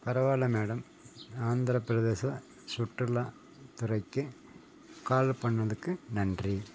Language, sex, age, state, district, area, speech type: Tamil, male, 45-60, Tamil Nadu, Nilgiris, rural, read